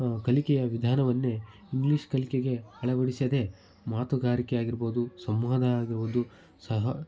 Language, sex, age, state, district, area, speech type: Kannada, male, 18-30, Karnataka, Chitradurga, rural, spontaneous